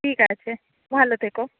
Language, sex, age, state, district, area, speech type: Bengali, female, 30-45, West Bengal, Paschim Medinipur, urban, conversation